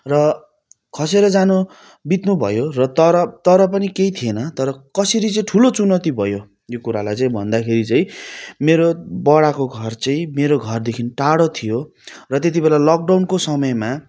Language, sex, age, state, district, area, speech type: Nepali, male, 30-45, West Bengal, Darjeeling, rural, spontaneous